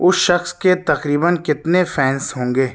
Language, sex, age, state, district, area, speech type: Urdu, male, 30-45, Delhi, South Delhi, urban, read